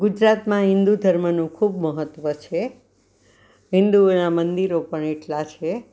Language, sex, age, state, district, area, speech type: Gujarati, female, 60+, Gujarat, Anand, urban, spontaneous